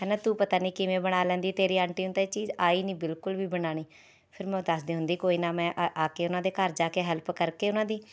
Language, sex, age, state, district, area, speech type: Punjabi, female, 30-45, Punjab, Rupnagar, urban, spontaneous